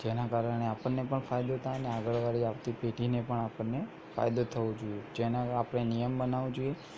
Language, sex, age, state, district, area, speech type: Gujarati, male, 18-30, Gujarat, Aravalli, urban, spontaneous